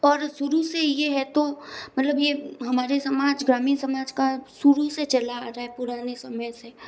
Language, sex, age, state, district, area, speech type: Hindi, female, 18-30, Rajasthan, Jodhpur, urban, spontaneous